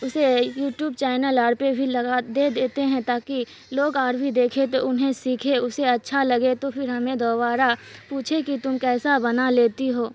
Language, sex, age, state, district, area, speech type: Urdu, female, 18-30, Bihar, Supaul, rural, spontaneous